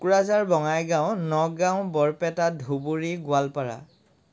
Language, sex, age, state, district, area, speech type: Assamese, male, 30-45, Assam, Sivasagar, rural, spontaneous